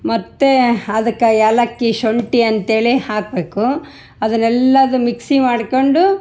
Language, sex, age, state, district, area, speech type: Kannada, female, 45-60, Karnataka, Vijayanagara, rural, spontaneous